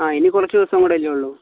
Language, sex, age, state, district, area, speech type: Malayalam, male, 18-30, Kerala, Kollam, rural, conversation